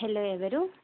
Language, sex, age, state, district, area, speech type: Telugu, female, 18-30, Telangana, Suryapet, urban, conversation